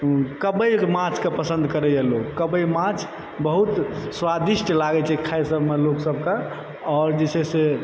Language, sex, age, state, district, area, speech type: Maithili, male, 30-45, Bihar, Supaul, rural, spontaneous